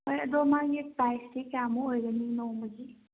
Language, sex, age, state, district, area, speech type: Manipuri, female, 18-30, Manipur, Bishnupur, rural, conversation